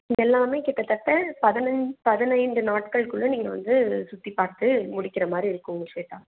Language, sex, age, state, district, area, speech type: Tamil, female, 18-30, Tamil Nadu, Salem, urban, conversation